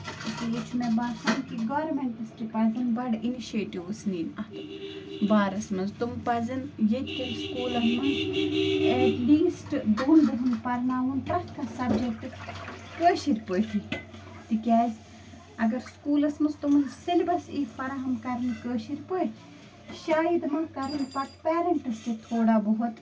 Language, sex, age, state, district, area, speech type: Kashmiri, female, 18-30, Jammu and Kashmir, Bandipora, rural, spontaneous